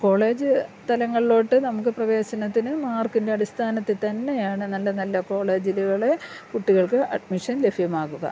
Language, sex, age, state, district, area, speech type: Malayalam, female, 45-60, Kerala, Thiruvananthapuram, urban, spontaneous